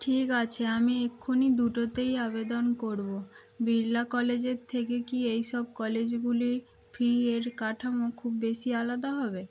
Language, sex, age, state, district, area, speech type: Bengali, female, 18-30, West Bengal, Howrah, urban, read